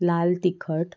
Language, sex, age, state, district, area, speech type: Marathi, female, 18-30, Maharashtra, Sindhudurg, rural, spontaneous